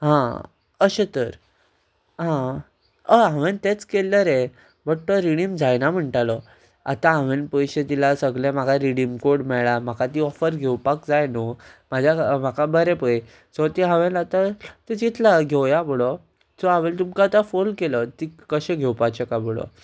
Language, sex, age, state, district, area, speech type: Goan Konkani, male, 18-30, Goa, Ponda, rural, spontaneous